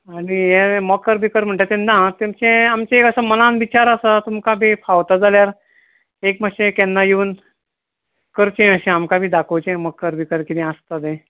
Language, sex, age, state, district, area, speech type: Goan Konkani, male, 45-60, Goa, Ponda, rural, conversation